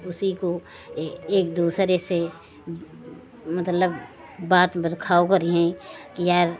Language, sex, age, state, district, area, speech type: Hindi, female, 60+, Uttar Pradesh, Lucknow, rural, spontaneous